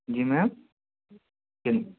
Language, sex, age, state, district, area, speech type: Urdu, female, 30-45, Uttar Pradesh, Gautam Buddha Nagar, rural, conversation